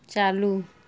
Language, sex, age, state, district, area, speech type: Urdu, female, 45-60, Uttar Pradesh, Lucknow, rural, read